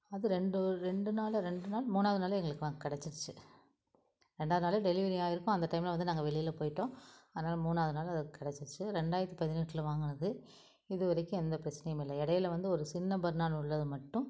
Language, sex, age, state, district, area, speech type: Tamil, female, 45-60, Tamil Nadu, Tiruppur, urban, spontaneous